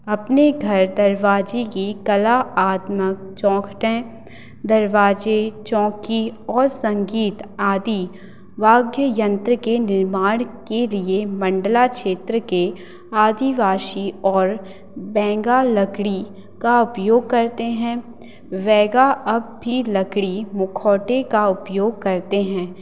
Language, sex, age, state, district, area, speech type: Hindi, female, 18-30, Madhya Pradesh, Hoshangabad, rural, spontaneous